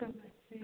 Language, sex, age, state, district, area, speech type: Kashmiri, female, 18-30, Jammu and Kashmir, Budgam, rural, conversation